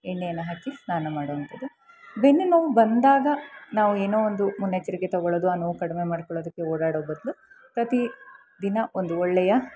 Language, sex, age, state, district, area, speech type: Kannada, female, 45-60, Karnataka, Chikkamagaluru, rural, spontaneous